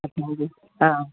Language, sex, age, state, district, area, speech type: Sindhi, female, 60+, Rajasthan, Ajmer, urban, conversation